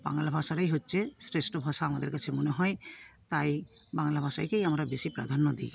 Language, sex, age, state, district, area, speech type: Bengali, female, 60+, West Bengal, Paschim Medinipur, rural, spontaneous